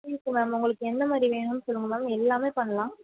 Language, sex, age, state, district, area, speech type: Tamil, female, 18-30, Tamil Nadu, Sivaganga, rural, conversation